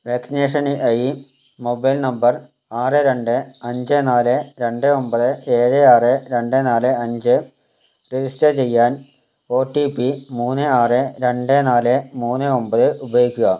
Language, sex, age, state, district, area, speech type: Malayalam, male, 60+, Kerala, Wayanad, rural, read